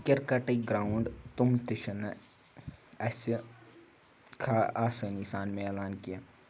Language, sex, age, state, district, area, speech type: Kashmiri, male, 18-30, Jammu and Kashmir, Ganderbal, rural, spontaneous